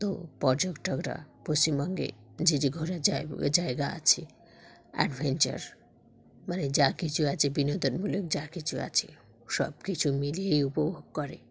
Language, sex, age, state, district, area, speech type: Bengali, female, 45-60, West Bengal, Dakshin Dinajpur, urban, spontaneous